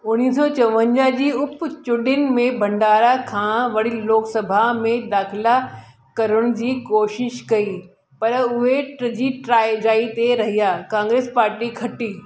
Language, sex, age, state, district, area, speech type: Sindhi, female, 60+, Delhi, South Delhi, urban, read